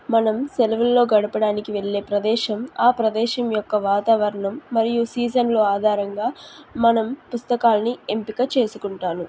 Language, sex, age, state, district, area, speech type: Telugu, female, 18-30, Andhra Pradesh, Nellore, rural, spontaneous